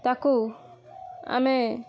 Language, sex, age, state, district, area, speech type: Odia, female, 18-30, Odisha, Balasore, rural, spontaneous